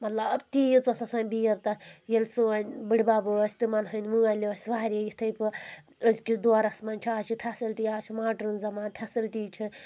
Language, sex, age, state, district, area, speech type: Kashmiri, female, 18-30, Jammu and Kashmir, Anantnag, rural, spontaneous